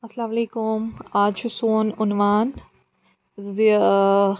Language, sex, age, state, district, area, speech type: Kashmiri, female, 45-60, Jammu and Kashmir, Srinagar, urban, spontaneous